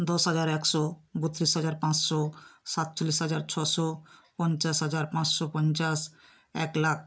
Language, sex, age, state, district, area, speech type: Bengali, female, 60+, West Bengal, Bankura, urban, spontaneous